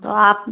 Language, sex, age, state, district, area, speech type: Hindi, female, 30-45, Madhya Pradesh, Gwalior, urban, conversation